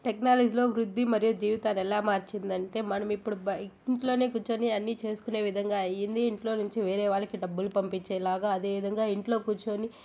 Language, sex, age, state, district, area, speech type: Telugu, female, 18-30, Andhra Pradesh, Sri Balaji, urban, spontaneous